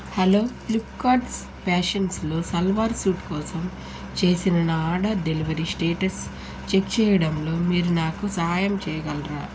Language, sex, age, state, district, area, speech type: Telugu, female, 30-45, Andhra Pradesh, Nellore, urban, read